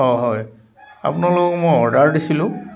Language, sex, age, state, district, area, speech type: Assamese, male, 60+, Assam, Dibrugarh, urban, spontaneous